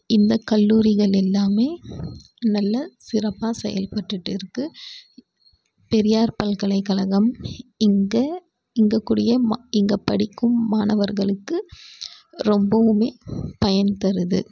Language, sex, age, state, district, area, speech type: Tamil, female, 18-30, Tamil Nadu, Krishnagiri, rural, spontaneous